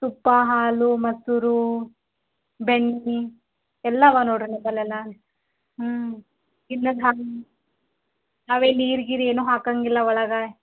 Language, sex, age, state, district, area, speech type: Kannada, female, 18-30, Karnataka, Gulbarga, rural, conversation